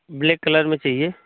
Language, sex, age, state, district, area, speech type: Hindi, male, 45-60, Uttar Pradesh, Prayagraj, rural, conversation